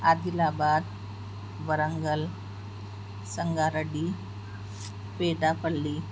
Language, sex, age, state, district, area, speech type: Urdu, other, 60+, Telangana, Hyderabad, urban, spontaneous